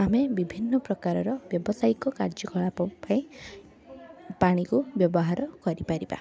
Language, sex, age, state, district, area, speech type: Odia, female, 18-30, Odisha, Cuttack, urban, spontaneous